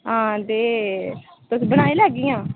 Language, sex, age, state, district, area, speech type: Dogri, female, 18-30, Jammu and Kashmir, Udhampur, rural, conversation